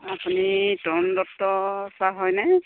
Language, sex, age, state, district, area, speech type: Assamese, female, 60+, Assam, Sivasagar, rural, conversation